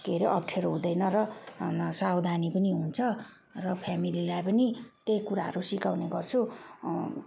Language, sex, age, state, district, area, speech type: Nepali, female, 45-60, West Bengal, Jalpaiguri, urban, spontaneous